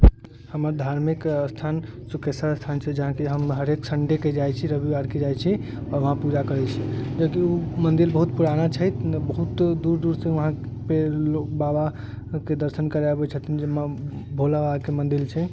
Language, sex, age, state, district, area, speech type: Maithili, male, 18-30, Bihar, Sitamarhi, rural, spontaneous